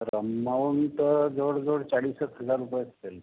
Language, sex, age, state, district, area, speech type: Marathi, male, 45-60, Maharashtra, Akola, rural, conversation